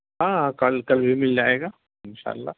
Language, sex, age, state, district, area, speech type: Urdu, female, 18-30, Bihar, Gaya, urban, conversation